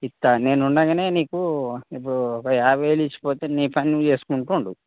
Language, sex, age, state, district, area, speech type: Telugu, male, 45-60, Telangana, Mancherial, rural, conversation